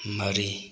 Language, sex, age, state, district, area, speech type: Manipuri, male, 18-30, Manipur, Thoubal, rural, read